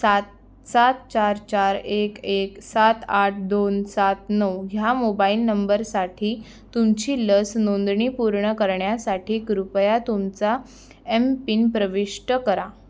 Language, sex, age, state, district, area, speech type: Marathi, female, 18-30, Maharashtra, Raigad, urban, read